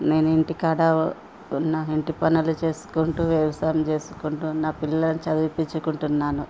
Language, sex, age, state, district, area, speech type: Telugu, female, 45-60, Telangana, Ranga Reddy, rural, spontaneous